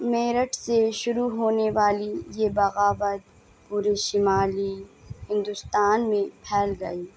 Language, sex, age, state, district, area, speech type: Urdu, female, 18-30, Bihar, Madhubani, urban, spontaneous